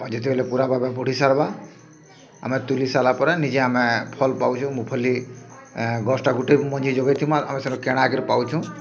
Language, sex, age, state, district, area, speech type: Odia, male, 45-60, Odisha, Bargarh, urban, spontaneous